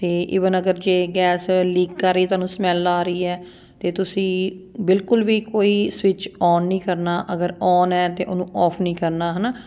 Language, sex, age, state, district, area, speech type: Punjabi, female, 45-60, Punjab, Ludhiana, urban, spontaneous